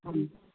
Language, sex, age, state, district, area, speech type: Punjabi, female, 30-45, Punjab, Muktsar, urban, conversation